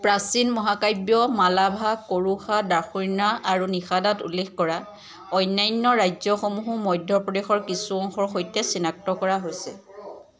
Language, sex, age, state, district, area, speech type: Assamese, female, 30-45, Assam, Charaideo, urban, read